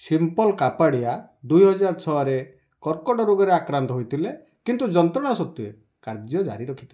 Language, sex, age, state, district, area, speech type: Odia, male, 45-60, Odisha, Balasore, rural, read